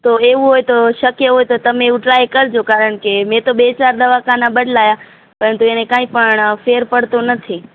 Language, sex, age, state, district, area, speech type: Gujarati, female, 45-60, Gujarat, Morbi, rural, conversation